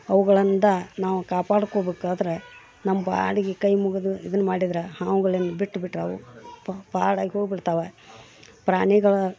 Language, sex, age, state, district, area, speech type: Kannada, female, 45-60, Karnataka, Dharwad, rural, spontaneous